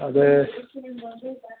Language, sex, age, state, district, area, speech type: Malayalam, male, 30-45, Kerala, Thiruvananthapuram, urban, conversation